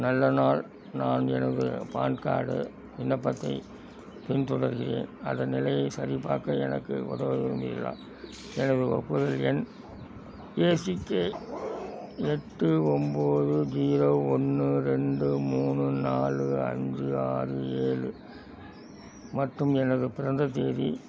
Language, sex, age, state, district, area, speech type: Tamil, male, 60+, Tamil Nadu, Thanjavur, rural, read